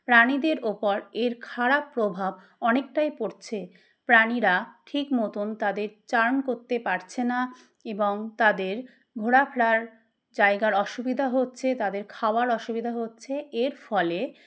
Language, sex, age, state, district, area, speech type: Bengali, female, 30-45, West Bengal, Dakshin Dinajpur, urban, spontaneous